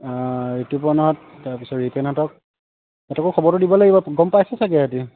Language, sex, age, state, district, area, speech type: Assamese, male, 18-30, Assam, Lakhimpur, urban, conversation